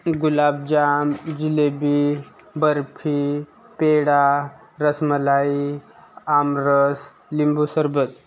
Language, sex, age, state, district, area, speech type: Marathi, male, 18-30, Maharashtra, Osmanabad, rural, spontaneous